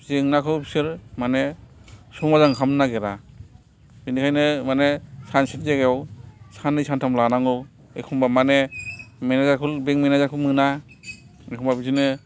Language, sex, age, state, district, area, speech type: Bodo, male, 45-60, Assam, Kokrajhar, rural, spontaneous